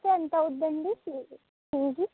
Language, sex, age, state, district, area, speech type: Telugu, female, 45-60, Andhra Pradesh, East Godavari, rural, conversation